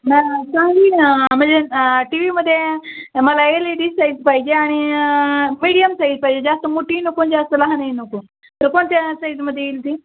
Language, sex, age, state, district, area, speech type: Marathi, female, 30-45, Maharashtra, Osmanabad, rural, conversation